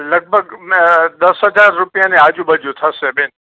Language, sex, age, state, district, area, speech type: Gujarati, male, 60+, Gujarat, Kheda, rural, conversation